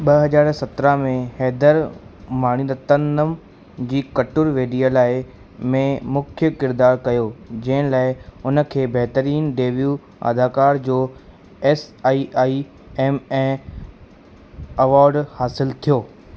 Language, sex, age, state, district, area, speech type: Sindhi, male, 18-30, Madhya Pradesh, Katni, urban, read